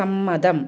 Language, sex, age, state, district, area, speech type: Malayalam, female, 30-45, Kerala, Kasaragod, urban, read